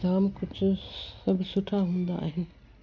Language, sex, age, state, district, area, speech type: Sindhi, female, 60+, Gujarat, Kutch, urban, spontaneous